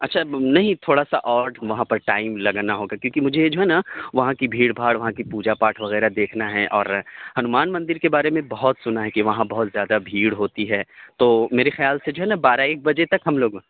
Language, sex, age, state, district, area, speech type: Urdu, male, 45-60, Bihar, Supaul, rural, conversation